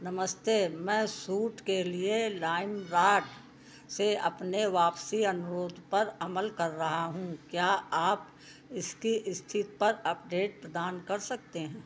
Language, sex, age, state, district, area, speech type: Hindi, female, 60+, Uttar Pradesh, Sitapur, rural, read